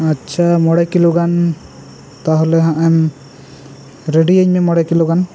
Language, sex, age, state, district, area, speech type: Santali, male, 18-30, West Bengal, Bankura, rural, spontaneous